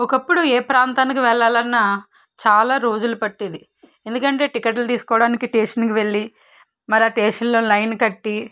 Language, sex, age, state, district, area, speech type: Telugu, female, 18-30, Andhra Pradesh, Guntur, rural, spontaneous